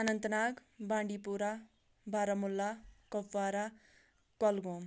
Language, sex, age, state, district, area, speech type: Kashmiri, female, 30-45, Jammu and Kashmir, Anantnag, rural, spontaneous